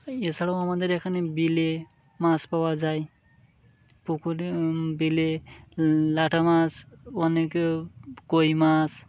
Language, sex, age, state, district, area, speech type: Bengali, male, 30-45, West Bengal, Birbhum, urban, spontaneous